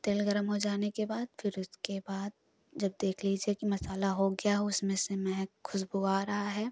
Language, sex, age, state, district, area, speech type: Hindi, female, 18-30, Uttar Pradesh, Prayagraj, rural, spontaneous